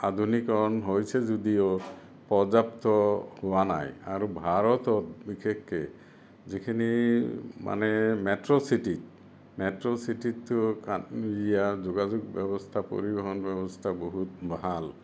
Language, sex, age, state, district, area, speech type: Assamese, male, 60+, Assam, Kamrup Metropolitan, urban, spontaneous